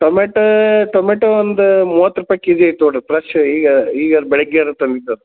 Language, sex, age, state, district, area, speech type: Kannada, male, 45-60, Karnataka, Dharwad, rural, conversation